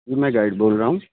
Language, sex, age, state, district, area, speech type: Urdu, male, 30-45, Bihar, Khagaria, rural, conversation